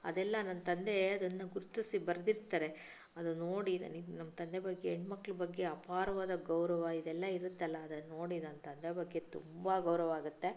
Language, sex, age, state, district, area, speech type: Kannada, female, 45-60, Karnataka, Chitradurga, rural, spontaneous